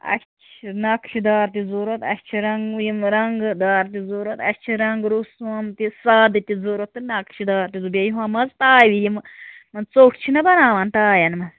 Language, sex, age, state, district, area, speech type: Kashmiri, female, 45-60, Jammu and Kashmir, Ganderbal, rural, conversation